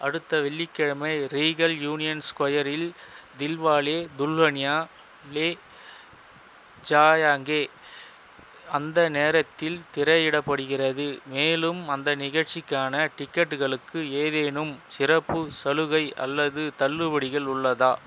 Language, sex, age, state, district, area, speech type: Tamil, male, 30-45, Tamil Nadu, Chengalpattu, rural, read